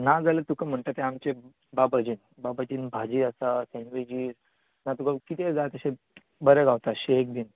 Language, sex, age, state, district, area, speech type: Goan Konkani, male, 18-30, Goa, Bardez, urban, conversation